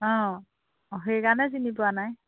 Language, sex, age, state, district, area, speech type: Assamese, female, 60+, Assam, Majuli, urban, conversation